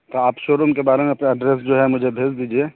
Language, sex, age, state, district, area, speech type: Urdu, male, 18-30, Uttar Pradesh, Saharanpur, urban, conversation